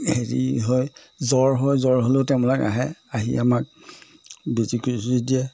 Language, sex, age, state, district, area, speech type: Assamese, male, 60+, Assam, Majuli, urban, spontaneous